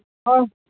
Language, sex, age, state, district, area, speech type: Manipuri, female, 60+, Manipur, Imphal East, rural, conversation